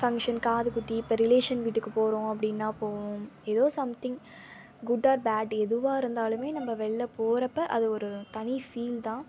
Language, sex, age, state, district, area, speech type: Tamil, female, 18-30, Tamil Nadu, Thanjavur, urban, spontaneous